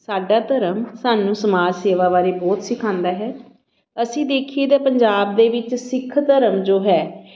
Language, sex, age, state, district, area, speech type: Punjabi, female, 45-60, Punjab, Patiala, urban, spontaneous